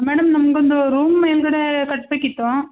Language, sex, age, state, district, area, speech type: Kannada, female, 30-45, Karnataka, Hassan, urban, conversation